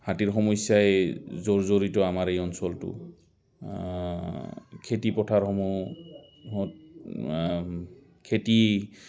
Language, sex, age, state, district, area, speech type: Assamese, male, 45-60, Assam, Goalpara, rural, spontaneous